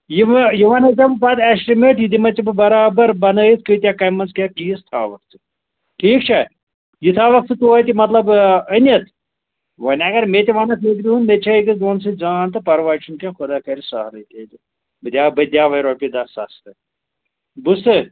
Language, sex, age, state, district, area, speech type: Kashmiri, male, 60+, Jammu and Kashmir, Ganderbal, rural, conversation